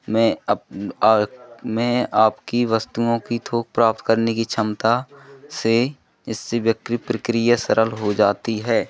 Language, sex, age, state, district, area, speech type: Hindi, male, 18-30, Madhya Pradesh, Seoni, urban, spontaneous